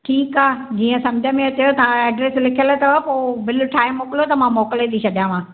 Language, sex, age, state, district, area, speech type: Sindhi, female, 60+, Maharashtra, Thane, urban, conversation